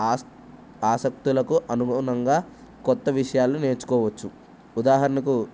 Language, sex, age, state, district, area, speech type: Telugu, male, 18-30, Telangana, Jayashankar, urban, spontaneous